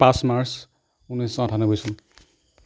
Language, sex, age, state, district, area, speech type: Assamese, male, 45-60, Assam, Darrang, rural, spontaneous